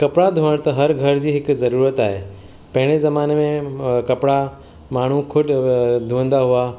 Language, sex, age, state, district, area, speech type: Sindhi, male, 45-60, Maharashtra, Mumbai Suburban, urban, spontaneous